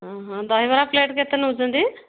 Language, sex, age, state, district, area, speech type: Odia, female, 30-45, Odisha, Kendujhar, urban, conversation